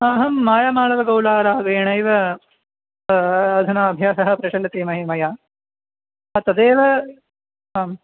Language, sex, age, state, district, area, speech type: Sanskrit, male, 18-30, Tamil Nadu, Chennai, urban, conversation